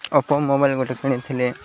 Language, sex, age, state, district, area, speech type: Odia, male, 30-45, Odisha, Koraput, urban, spontaneous